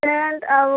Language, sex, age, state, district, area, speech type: Odia, female, 60+, Odisha, Boudh, rural, conversation